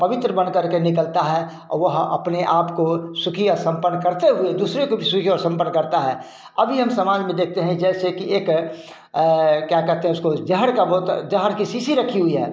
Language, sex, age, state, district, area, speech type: Hindi, male, 60+, Bihar, Samastipur, rural, spontaneous